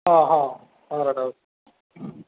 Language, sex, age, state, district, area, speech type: Odia, male, 45-60, Odisha, Nuapada, urban, conversation